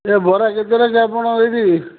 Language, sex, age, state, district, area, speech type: Odia, male, 60+, Odisha, Gajapati, rural, conversation